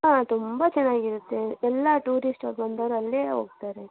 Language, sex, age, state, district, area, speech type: Kannada, female, 18-30, Karnataka, Davanagere, rural, conversation